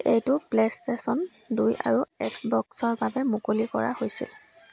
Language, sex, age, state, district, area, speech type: Assamese, female, 18-30, Assam, Sivasagar, rural, read